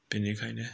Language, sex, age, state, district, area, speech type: Bodo, male, 45-60, Assam, Kokrajhar, rural, spontaneous